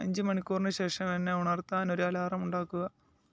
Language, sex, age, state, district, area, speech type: Malayalam, male, 18-30, Kerala, Alappuzha, rural, read